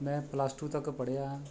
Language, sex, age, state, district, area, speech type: Punjabi, male, 30-45, Punjab, Rupnagar, rural, spontaneous